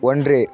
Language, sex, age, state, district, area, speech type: Tamil, male, 18-30, Tamil Nadu, Tiruvannamalai, urban, read